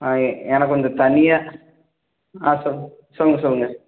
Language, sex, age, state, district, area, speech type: Tamil, male, 18-30, Tamil Nadu, Namakkal, rural, conversation